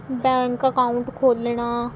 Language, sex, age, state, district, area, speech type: Punjabi, female, 18-30, Punjab, Mohali, urban, spontaneous